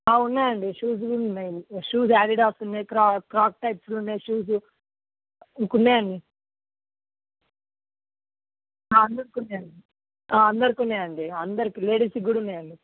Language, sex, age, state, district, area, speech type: Telugu, male, 18-30, Telangana, Ranga Reddy, urban, conversation